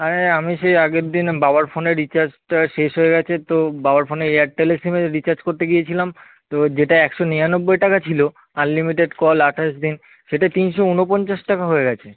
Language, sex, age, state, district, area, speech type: Bengali, male, 18-30, West Bengal, Kolkata, urban, conversation